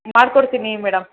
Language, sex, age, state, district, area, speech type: Kannada, female, 18-30, Karnataka, Mandya, urban, conversation